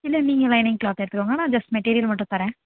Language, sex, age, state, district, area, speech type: Tamil, female, 18-30, Tamil Nadu, Sivaganga, rural, conversation